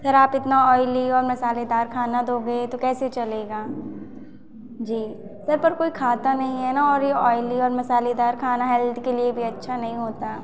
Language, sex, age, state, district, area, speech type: Hindi, female, 18-30, Madhya Pradesh, Hoshangabad, rural, spontaneous